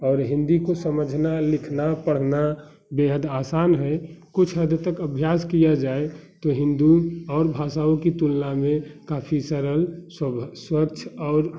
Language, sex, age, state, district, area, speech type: Hindi, male, 30-45, Uttar Pradesh, Bhadohi, urban, spontaneous